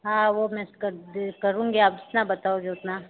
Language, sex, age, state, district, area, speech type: Hindi, female, 30-45, Rajasthan, Jodhpur, urban, conversation